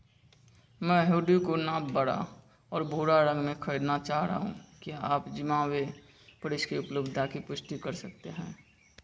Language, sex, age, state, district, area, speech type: Hindi, male, 30-45, Bihar, Madhepura, rural, read